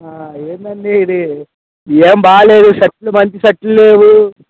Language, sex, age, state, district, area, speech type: Telugu, male, 18-30, Andhra Pradesh, Bapatla, rural, conversation